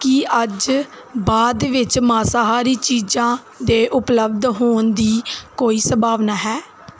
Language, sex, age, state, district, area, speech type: Punjabi, female, 18-30, Punjab, Gurdaspur, rural, read